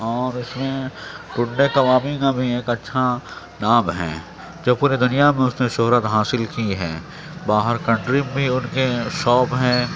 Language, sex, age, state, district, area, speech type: Urdu, male, 30-45, Uttar Pradesh, Gautam Buddha Nagar, rural, spontaneous